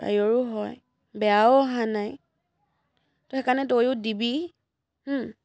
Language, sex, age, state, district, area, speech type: Assamese, female, 18-30, Assam, Charaideo, urban, spontaneous